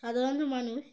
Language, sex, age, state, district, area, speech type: Bengali, female, 18-30, West Bengal, Uttar Dinajpur, urban, spontaneous